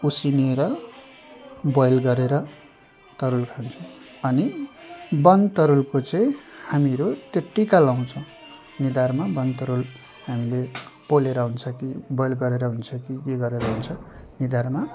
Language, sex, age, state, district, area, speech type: Nepali, male, 30-45, West Bengal, Jalpaiguri, urban, spontaneous